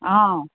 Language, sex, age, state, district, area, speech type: Assamese, female, 45-60, Assam, Biswanath, rural, conversation